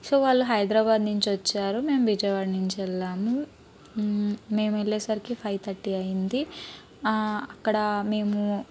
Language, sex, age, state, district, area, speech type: Telugu, female, 18-30, Andhra Pradesh, Palnadu, urban, spontaneous